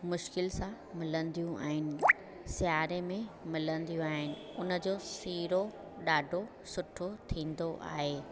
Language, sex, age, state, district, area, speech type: Sindhi, female, 30-45, Gujarat, Junagadh, urban, spontaneous